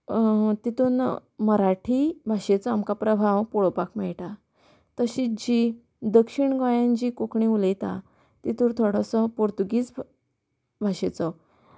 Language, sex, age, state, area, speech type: Goan Konkani, female, 30-45, Goa, rural, spontaneous